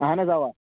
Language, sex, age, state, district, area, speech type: Kashmiri, male, 18-30, Jammu and Kashmir, Kulgam, rural, conversation